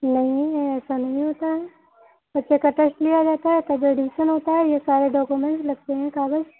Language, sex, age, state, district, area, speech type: Hindi, female, 45-60, Uttar Pradesh, Sitapur, rural, conversation